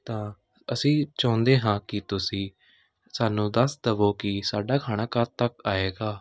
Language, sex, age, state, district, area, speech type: Punjabi, male, 18-30, Punjab, Patiala, urban, spontaneous